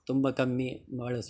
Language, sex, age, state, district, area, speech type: Kannada, male, 60+, Karnataka, Udupi, rural, spontaneous